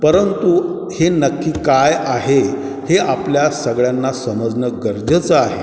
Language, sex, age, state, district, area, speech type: Marathi, male, 60+, Maharashtra, Ahmednagar, urban, spontaneous